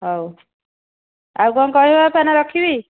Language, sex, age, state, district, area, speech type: Odia, female, 30-45, Odisha, Dhenkanal, rural, conversation